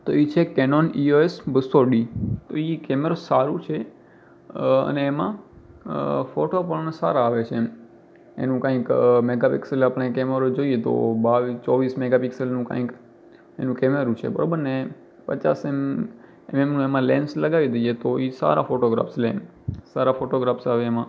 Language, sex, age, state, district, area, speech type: Gujarati, male, 18-30, Gujarat, Kutch, rural, spontaneous